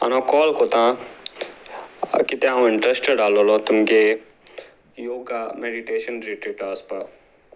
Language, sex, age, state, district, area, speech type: Goan Konkani, male, 18-30, Goa, Salcete, rural, spontaneous